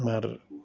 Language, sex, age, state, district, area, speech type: Assamese, male, 60+, Assam, Udalguri, urban, spontaneous